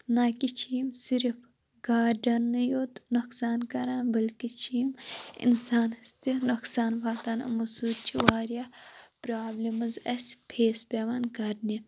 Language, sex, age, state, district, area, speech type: Kashmiri, female, 18-30, Jammu and Kashmir, Shopian, rural, spontaneous